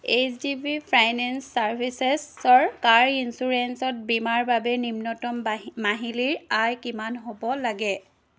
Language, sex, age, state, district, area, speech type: Assamese, female, 30-45, Assam, Jorhat, rural, read